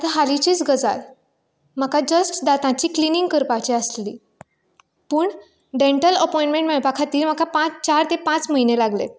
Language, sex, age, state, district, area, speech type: Goan Konkani, female, 18-30, Goa, Canacona, rural, spontaneous